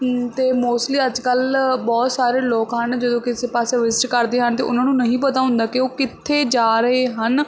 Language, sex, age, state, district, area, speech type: Punjabi, female, 18-30, Punjab, Barnala, urban, spontaneous